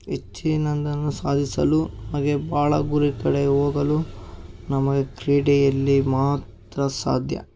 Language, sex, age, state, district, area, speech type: Kannada, male, 18-30, Karnataka, Davanagere, rural, spontaneous